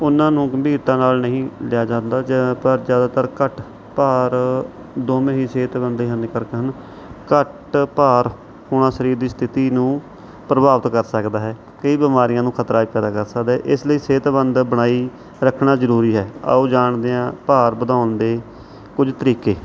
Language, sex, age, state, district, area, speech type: Punjabi, male, 45-60, Punjab, Mansa, rural, spontaneous